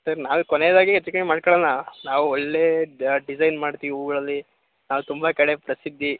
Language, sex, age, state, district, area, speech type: Kannada, male, 18-30, Karnataka, Mandya, rural, conversation